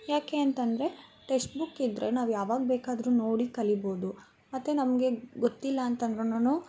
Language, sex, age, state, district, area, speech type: Kannada, female, 18-30, Karnataka, Bangalore Rural, urban, spontaneous